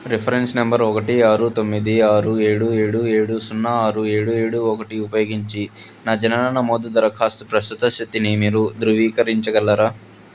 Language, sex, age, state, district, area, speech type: Telugu, male, 18-30, Andhra Pradesh, Krishna, urban, read